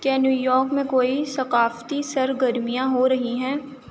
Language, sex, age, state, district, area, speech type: Urdu, female, 18-30, Uttar Pradesh, Aligarh, urban, read